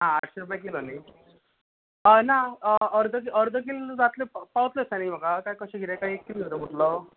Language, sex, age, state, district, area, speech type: Goan Konkani, male, 18-30, Goa, Bardez, urban, conversation